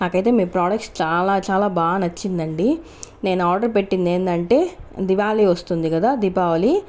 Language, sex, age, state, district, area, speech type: Telugu, other, 30-45, Andhra Pradesh, Chittoor, rural, spontaneous